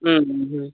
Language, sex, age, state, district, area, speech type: Tamil, male, 18-30, Tamil Nadu, Perambalur, urban, conversation